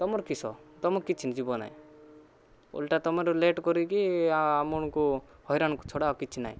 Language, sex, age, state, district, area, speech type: Odia, male, 18-30, Odisha, Rayagada, urban, spontaneous